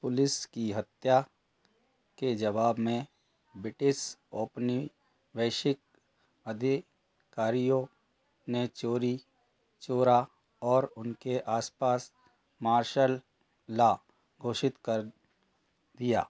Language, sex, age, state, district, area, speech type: Hindi, male, 45-60, Madhya Pradesh, Betul, rural, read